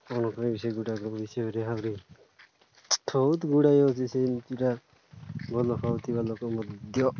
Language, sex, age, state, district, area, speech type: Odia, male, 30-45, Odisha, Nabarangpur, urban, spontaneous